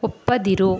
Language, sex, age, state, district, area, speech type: Kannada, female, 18-30, Karnataka, Mandya, rural, read